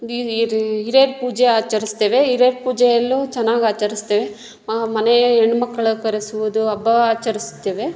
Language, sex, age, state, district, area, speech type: Kannada, female, 60+, Karnataka, Chitradurga, rural, spontaneous